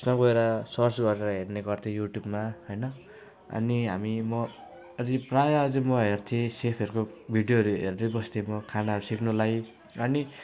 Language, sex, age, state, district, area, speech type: Nepali, male, 18-30, West Bengal, Jalpaiguri, rural, spontaneous